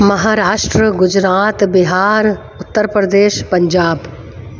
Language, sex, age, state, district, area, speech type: Sindhi, female, 45-60, Delhi, South Delhi, urban, spontaneous